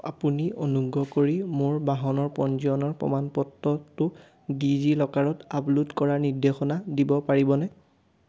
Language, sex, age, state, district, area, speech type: Assamese, male, 18-30, Assam, Majuli, urban, read